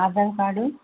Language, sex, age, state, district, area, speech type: Telugu, female, 60+, Telangana, Hyderabad, urban, conversation